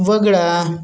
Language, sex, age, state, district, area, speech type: Marathi, male, 30-45, Maharashtra, Gadchiroli, rural, read